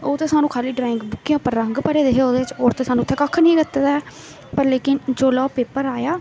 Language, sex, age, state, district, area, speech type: Dogri, female, 18-30, Jammu and Kashmir, Jammu, rural, spontaneous